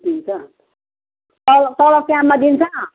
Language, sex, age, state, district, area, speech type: Nepali, female, 60+, West Bengal, Jalpaiguri, rural, conversation